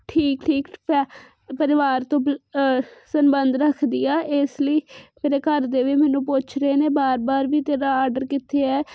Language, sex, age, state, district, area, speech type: Punjabi, female, 18-30, Punjab, Kapurthala, urban, spontaneous